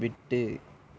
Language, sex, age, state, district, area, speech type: Tamil, male, 18-30, Tamil Nadu, Coimbatore, rural, read